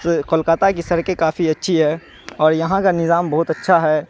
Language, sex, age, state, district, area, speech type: Urdu, male, 18-30, Bihar, Saharsa, rural, spontaneous